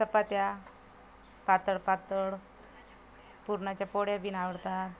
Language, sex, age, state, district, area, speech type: Marathi, other, 30-45, Maharashtra, Washim, rural, spontaneous